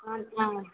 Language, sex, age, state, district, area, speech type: Tamil, female, 18-30, Tamil Nadu, Thanjavur, rural, conversation